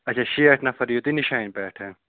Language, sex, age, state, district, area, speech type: Kashmiri, male, 18-30, Jammu and Kashmir, Ganderbal, rural, conversation